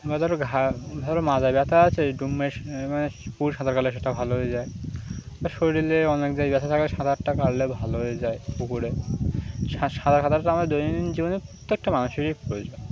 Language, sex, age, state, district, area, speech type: Bengali, male, 18-30, West Bengal, Birbhum, urban, spontaneous